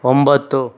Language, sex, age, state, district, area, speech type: Kannada, male, 18-30, Karnataka, Chikkaballapur, rural, read